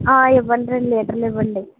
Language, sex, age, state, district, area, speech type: Telugu, female, 45-60, Andhra Pradesh, East Godavari, urban, conversation